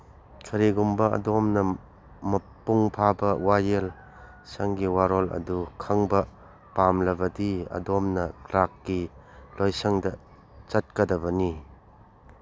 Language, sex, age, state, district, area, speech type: Manipuri, male, 60+, Manipur, Churachandpur, rural, read